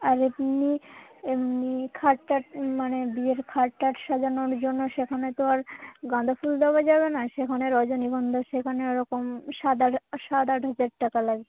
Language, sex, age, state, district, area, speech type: Bengali, female, 18-30, West Bengal, Birbhum, urban, conversation